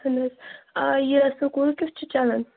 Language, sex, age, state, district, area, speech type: Kashmiri, female, 18-30, Jammu and Kashmir, Kulgam, rural, conversation